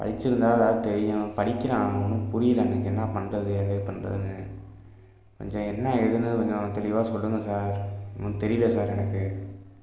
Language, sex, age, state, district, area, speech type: Tamil, male, 18-30, Tamil Nadu, Thanjavur, rural, spontaneous